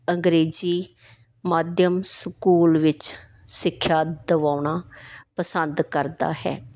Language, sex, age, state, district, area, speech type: Punjabi, female, 45-60, Punjab, Tarn Taran, urban, spontaneous